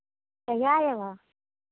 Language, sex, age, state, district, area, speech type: Maithili, female, 60+, Bihar, Araria, rural, conversation